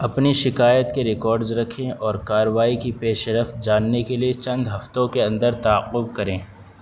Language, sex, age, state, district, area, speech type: Urdu, male, 18-30, Delhi, North West Delhi, urban, read